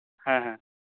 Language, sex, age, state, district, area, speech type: Santali, male, 18-30, West Bengal, Birbhum, rural, conversation